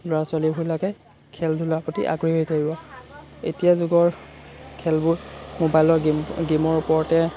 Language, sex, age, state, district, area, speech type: Assamese, male, 18-30, Assam, Sonitpur, rural, spontaneous